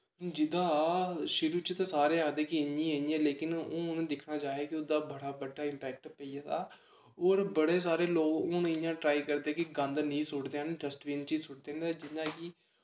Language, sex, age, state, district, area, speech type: Dogri, male, 18-30, Jammu and Kashmir, Kathua, rural, spontaneous